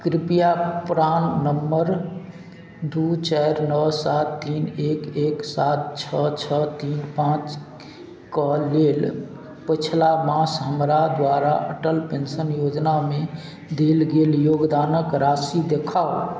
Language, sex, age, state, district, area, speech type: Maithili, male, 45-60, Bihar, Madhubani, rural, read